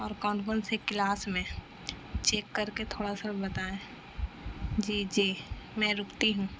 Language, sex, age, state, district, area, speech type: Urdu, female, 30-45, Bihar, Gaya, rural, spontaneous